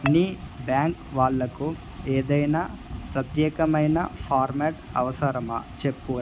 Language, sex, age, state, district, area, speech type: Telugu, male, 18-30, Andhra Pradesh, Kadapa, urban, spontaneous